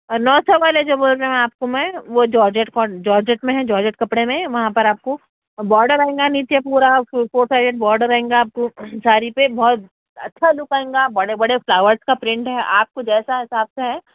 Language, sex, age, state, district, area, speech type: Urdu, female, 30-45, Telangana, Hyderabad, urban, conversation